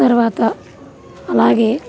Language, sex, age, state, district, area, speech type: Telugu, female, 30-45, Andhra Pradesh, Nellore, rural, spontaneous